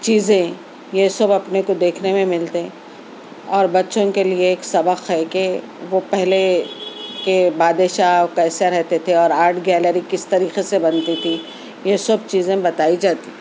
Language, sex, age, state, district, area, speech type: Urdu, female, 30-45, Telangana, Hyderabad, urban, spontaneous